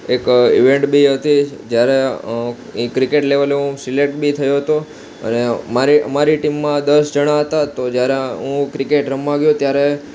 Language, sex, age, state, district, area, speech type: Gujarati, male, 18-30, Gujarat, Ahmedabad, urban, spontaneous